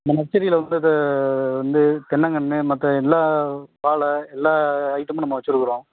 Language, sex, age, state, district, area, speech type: Tamil, male, 30-45, Tamil Nadu, Theni, rural, conversation